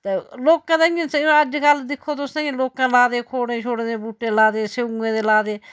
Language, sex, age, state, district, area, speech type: Dogri, female, 60+, Jammu and Kashmir, Udhampur, rural, spontaneous